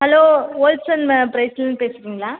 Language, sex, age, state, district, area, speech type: Tamil, female, 18-30, Tamil Nadu, Cuddalore, rural, conversation